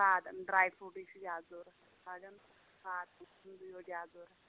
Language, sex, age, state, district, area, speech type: Kashmiri, female, 18-30, Jammu and Kashmir, Anantnag, rural, conversation